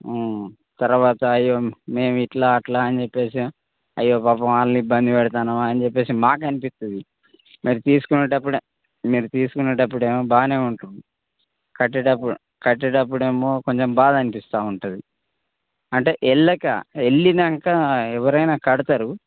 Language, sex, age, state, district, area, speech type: Telugu, male, 45-60, Telangana, Mancherial, rural, conversation